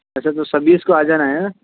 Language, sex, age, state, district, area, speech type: Hindi, male, 18-30, Rajasthan, Jodhpur, rural, conversation